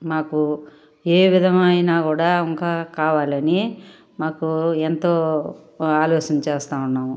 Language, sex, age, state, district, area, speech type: Telugu, female, 60+, Andhra Pradesh, Sri Balaji, urban, spontaneous